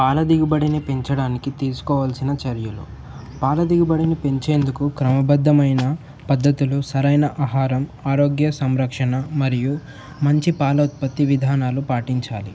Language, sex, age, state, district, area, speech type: Telugu, male, 18-30, Telangana, Mulugu, urban, spontaneous